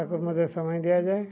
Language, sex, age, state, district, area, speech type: Odia, male, 60+, Odisha, Mayurbhanj, rural, spontaneous